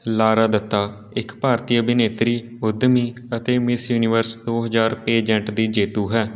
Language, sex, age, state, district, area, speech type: Punjabi, male, 18-30, Punjab, Patiala, rural, read